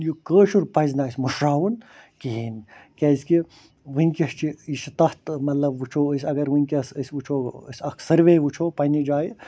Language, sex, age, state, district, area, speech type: Kashmiri, male, 45-60, Jammu and Kashmir, Ganderbal, rural, spontaneous